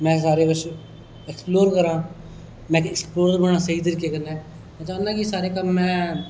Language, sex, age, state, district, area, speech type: Dogri, male, 30-45, Jammu and Kashmir, Kathua, rural, spontaneous